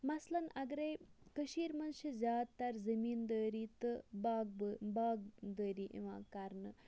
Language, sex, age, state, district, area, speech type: Kashmiri, female, 45-60, Jammu and Kashmir, Bandipora, rural, spontaneous